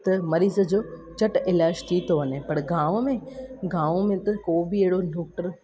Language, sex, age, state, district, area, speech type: Sindhi, female, 18-30, Gujarat, Junagadh, rural, spontaneous